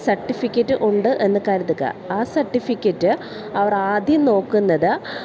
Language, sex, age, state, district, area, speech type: Malayalam, female, 30-45, Kerala, Alappuzha, urban, spontaneous